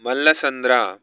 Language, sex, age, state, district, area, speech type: Sanskrit, male, 30-45, Karnataka, Bangalore Urban, urban, spontaneous